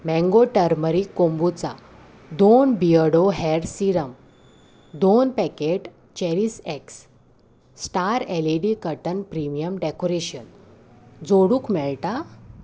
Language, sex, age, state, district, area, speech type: Goan Konkani, female, 18-30, Goa, Salcete, urban, read